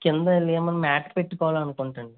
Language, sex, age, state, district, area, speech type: Telugu, male, 30-45, Andhra Pradesh, East Godavari, rural, conversation